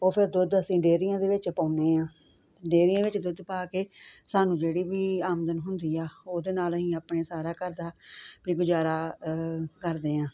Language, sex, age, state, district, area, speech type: Punjabi, female, 45-60, Punjab, Gurdaspur, rural, spontaneous